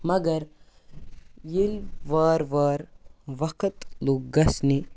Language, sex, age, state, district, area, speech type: Kashmiri, male, 18-30, Jammu and Kashmir, Kupwara, rural, spontaneous